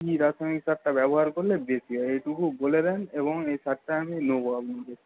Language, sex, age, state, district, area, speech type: Bengali, male, 18-30, West Bengal, Paschim Medinipur, rural, conversation